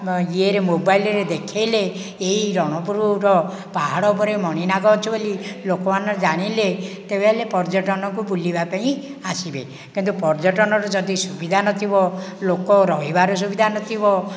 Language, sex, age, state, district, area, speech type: Odia, male, 60+, Odisha, Nayagarh, rural, spontaneous